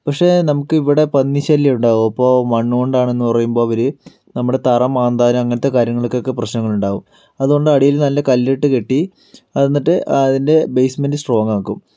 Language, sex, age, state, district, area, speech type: Malayalam, male, 45-60, Kerala, Palakkad, rural, spontaneous